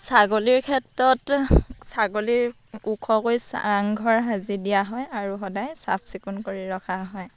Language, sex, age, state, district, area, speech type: Assamese, female, 18-30, Assam, Dhemaji, rural, spontaneous